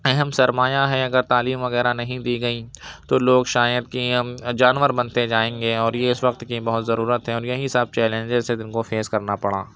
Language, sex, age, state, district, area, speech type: Urdu, male, 60+, Uttar Pradesh, Lucknow, urban, spontaneous